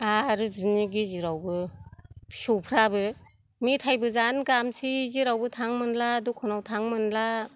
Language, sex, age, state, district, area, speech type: Bodo, female, 60+, Assam, Kokrajhar, rural, spontaneous